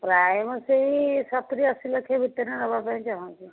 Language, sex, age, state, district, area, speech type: Odia, female, 60+, Odisha, Khordha, rural, conversation